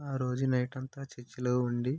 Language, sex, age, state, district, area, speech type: Telugu, male, 18-30, Andhra Pradesh, West Godavari, rural, spontaneous